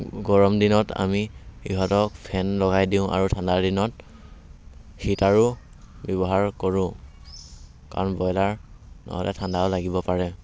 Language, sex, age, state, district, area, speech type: Assamese, male, 18-30, Assam, Dhemaji, rural, spontaneous